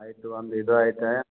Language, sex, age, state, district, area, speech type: Kannada, male, 45-60, Karnataka, Gulbarga, urban, conversation